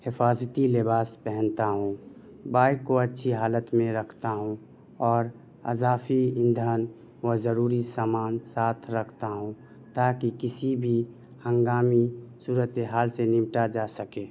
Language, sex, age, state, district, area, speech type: Urdu, male, 18-30, Bihar, Madhubani, rural, spontaneous